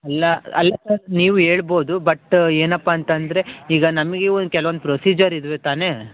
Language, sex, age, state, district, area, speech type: Kannada, male, 18-30, Karnataka, Chitradurga, rural, conversation